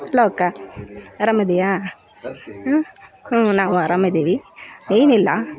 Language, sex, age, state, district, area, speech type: Kannada, female, 45-60, Karnataka, Koppal, rural, spontaneous